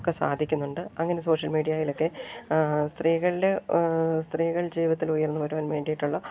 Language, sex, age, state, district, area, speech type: Malayalam, female, 45-60, Kerala, Idukki, rural, spontaneous